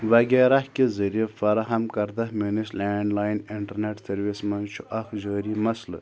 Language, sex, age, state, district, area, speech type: Kashmiri, male, 18-30, Jammu and Kashmir, Bandipora, rural, read